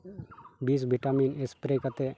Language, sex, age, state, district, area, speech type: Santali, male, 45-60, West Bengal, Malda, rural, spontaneous